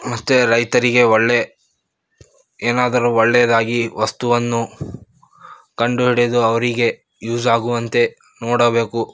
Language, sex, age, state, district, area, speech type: Kannada, male, 18-30, Karnataka, Gulbarga, urban, spontaneous